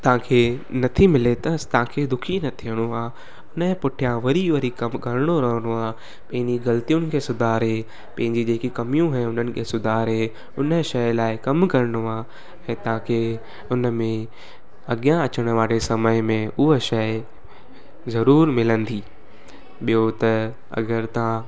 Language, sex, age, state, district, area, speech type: Sindhi, male, 18-30, Gujarat, Surat, urban, spontaneous